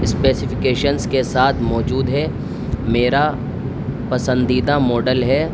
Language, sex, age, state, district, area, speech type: Urdu, male, 18-30, Delhi, New Delhi, urban, spontaneous